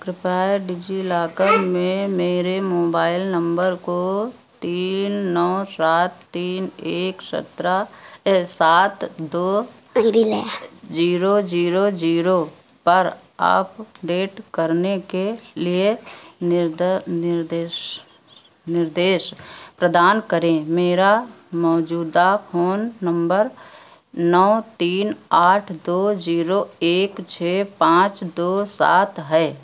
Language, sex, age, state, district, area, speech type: Hindi, female, 60+, Uttar Pradesh, Sitapur, rural, read